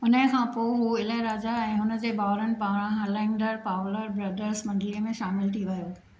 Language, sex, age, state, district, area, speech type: Sindhi, female, 45-60, Maharashtra, Thane, urban, read